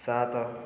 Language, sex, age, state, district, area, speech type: Odia, male, 18-30, Odisha, Ganjam, urban, read